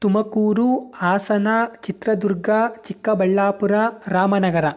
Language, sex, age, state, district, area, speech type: Kannada, male, 18-30, Karnataka, Tumkur, urban, spontaneous